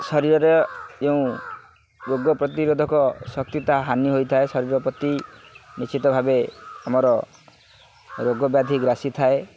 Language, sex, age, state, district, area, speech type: Odia, male, 30-45, Odisha, Kendrapara, urban, spontaneous